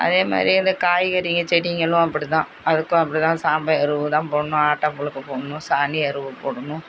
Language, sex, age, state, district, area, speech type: Tamil, female, 45-60, Tamil Nadu, Thanjavur, rural, spontaneous